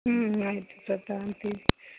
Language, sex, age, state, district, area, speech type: Kannada, female, 30-45, Karnataka, Chitradurga, urban, conversation